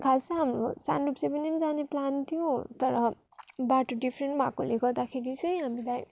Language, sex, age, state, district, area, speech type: Nepali, female, 30-45, West Bengal, Darjeeling, rural, spontaneous